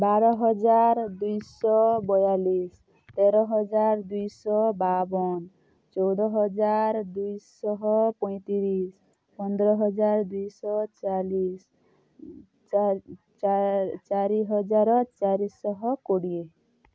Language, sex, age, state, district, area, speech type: Odia, female, 30-45, Odisha, Kalahandi, rural, spontaneous